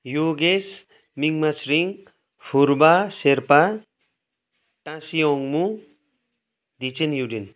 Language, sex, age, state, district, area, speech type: Nepali, male, 30-45, West Bengal, Kalimpong, rural, spontaneous